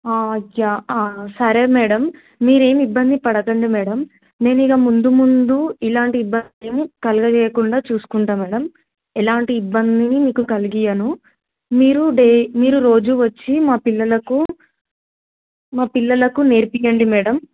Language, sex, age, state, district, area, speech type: Telugu, female, 18-30, Telangana, Mulugu, urban, conversation